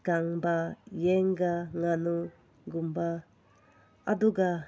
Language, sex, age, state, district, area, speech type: Manipuri, female, 30-45, Manipur, Senapati, rural, spontaneous